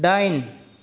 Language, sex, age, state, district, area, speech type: Bodo, male, 45-60, Assam, Kokrajhar, rural, read